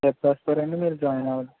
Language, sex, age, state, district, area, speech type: Telugu, male, 60+, Andhra Pradesh, East Godavari, rural, conversation